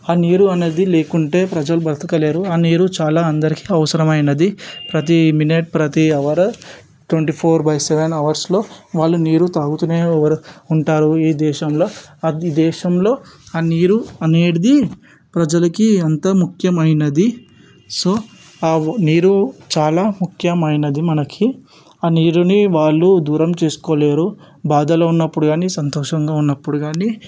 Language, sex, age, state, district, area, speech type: Telugu, male, 18-30, Telangana, Hyderabad, urban, spontaneous